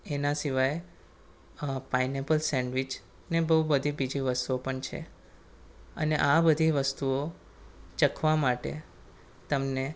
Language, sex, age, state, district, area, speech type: Gujarati, male, 18-30, Gujarat, Anand, rural, spontaneous